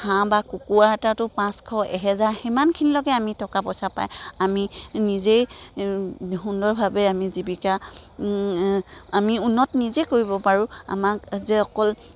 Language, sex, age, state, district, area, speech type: Assamese, female, 45-60, Assam, Dibrugarh, rural, spontaneous